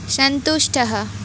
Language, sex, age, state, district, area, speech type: Sanskrit, female, 18-30, West Bengal, Jalpaiguri, urban, read